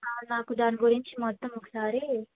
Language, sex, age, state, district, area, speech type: Telugu, female, 18-30, Andhra Pradesh, Bapatla, urban, conversation